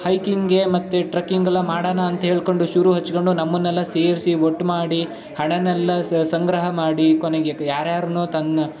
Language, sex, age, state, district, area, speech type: Kannada, male, 18-30, Karnataka, Shimoga, rural, spontaneous